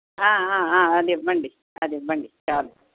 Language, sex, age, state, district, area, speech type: Telugu, female, 30-45, Andhra Pradesh, Guntur, urban, conversation